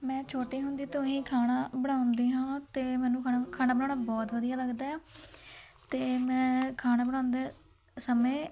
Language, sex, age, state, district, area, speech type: Punjabi, female, 18-30, Punjab, Shaheed Bhagat Singh Nagar, urban, spontaneous